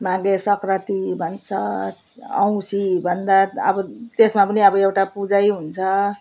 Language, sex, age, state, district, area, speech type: Nepali, female, 60+, West Bengal, Jalpaiguri, rural, spontaneous